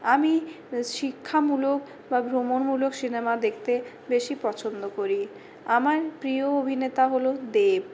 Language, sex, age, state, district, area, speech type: Bengali, female, 60+, West Bengal, Purulia, urban, spontaneous